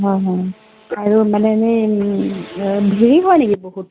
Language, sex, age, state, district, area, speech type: Assamese, female, 45-60, Assam, Dibrugarh, rural, conversation